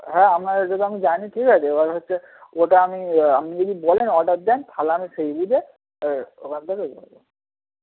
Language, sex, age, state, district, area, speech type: Bengali, male, 18-30, West Bengal, Darjeeling, rural, conversation